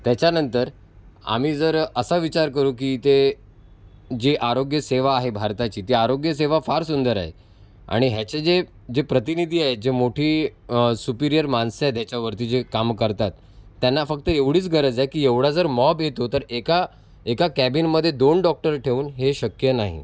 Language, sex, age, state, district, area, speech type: Marathi, male, 30-45, Maharashtra, Mumbai City, urban, spontaneous